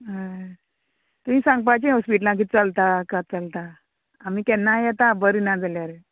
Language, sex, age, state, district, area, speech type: Goan Konkani, female, 45-60, Goa, Murmgao, rural, conversation